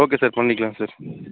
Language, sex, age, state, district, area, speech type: Tamil, male, 45-60, Tamil Nadu, Sivaganga, urban, conversation